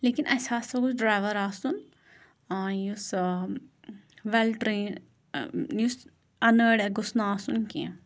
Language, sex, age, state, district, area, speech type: Kashmiri, female, 30-45, Jammu and Kashmir, Shopian, rural, spontaneous